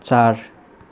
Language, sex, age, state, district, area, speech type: Nepali, male, 18-30, West Bengal, Kalimpong, rural, read